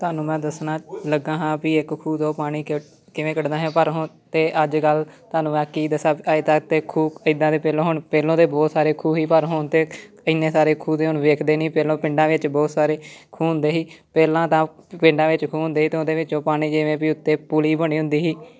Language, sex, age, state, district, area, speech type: Punjabi, male, 18-30, Punjab, Amritsar, urban, spontaneous